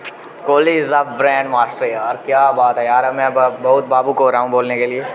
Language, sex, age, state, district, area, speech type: Dogri, male, 18-30, Jammu and Kashmir, Udhampur, rural, spontaneous